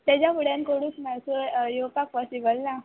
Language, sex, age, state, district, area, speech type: Goan Konkani, female, 18-30, Goa, Ponda, rural, conversation